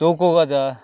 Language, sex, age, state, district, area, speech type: Bengali, male, 18-30, West Bengal, Uttar Dinajpur, urban, spontaneous